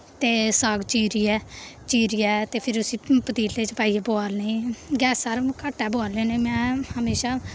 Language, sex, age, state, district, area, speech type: Dogri, female, 18-30, Jammu and Kashmir, Samba, rural, spontaneous